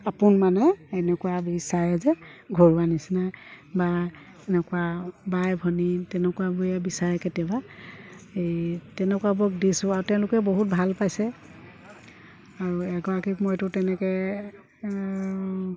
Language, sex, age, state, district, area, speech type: Assamese, female, 45-60, Assam, Sivasagar, rural, spontaneous